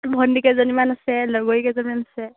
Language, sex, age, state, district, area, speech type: Assamese, female, 18-30, Assam, Morigaon, rural, conversation